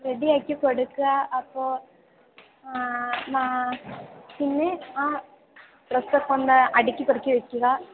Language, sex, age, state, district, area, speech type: Malayalam, female, 18-30, Kerala, Idukki, rural, conversation